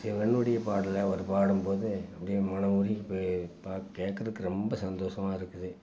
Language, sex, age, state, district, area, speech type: Tamil, male, 60+, Tamil Nadu, Tiruppur, rural, spontaneous